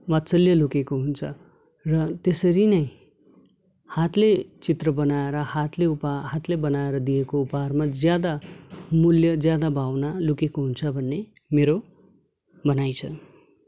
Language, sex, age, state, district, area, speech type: Nepali, male, 30-45, West Bengal, Darjeeling, rural, spontaneous